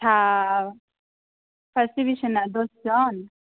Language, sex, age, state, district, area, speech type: Bodo, female, 18-30, Assam, Kokrajhar, rural, conversation